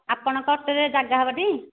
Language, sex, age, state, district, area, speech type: Odia, female, 60+, Odisha, Nayagarh, rural, conversation